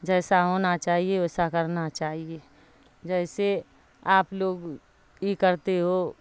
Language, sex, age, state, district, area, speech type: Urdu, female, 60+, Bihar, Darbhanga, rural, spontaneous